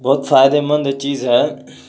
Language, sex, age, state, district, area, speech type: Urdu, male, 30-45, Uttar Pradesh, Ghaziabad, rural, spontaneous